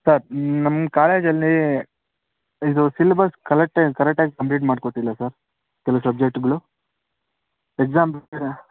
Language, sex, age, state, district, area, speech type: Kannada, male, 18-30, Karnataka, Kolar, rural, conversation